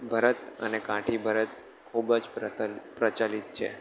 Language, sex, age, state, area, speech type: Gujarati, male, 18-30, Gujarat, rural, spontaneous